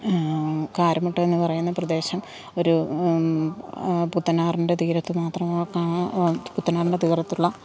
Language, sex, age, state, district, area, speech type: Malayalam, female, 30-45, Kerala, Alappuzha, rural, spontaneous